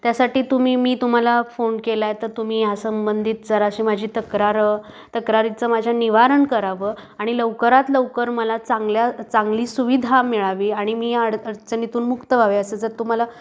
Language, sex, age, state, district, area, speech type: Marathi, female, 30-45, Maharashtra, Kolhapur, urban, spontaneous